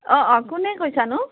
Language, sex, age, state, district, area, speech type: Assamese, female, 45-60, Assam, Nalbari, rural, conversation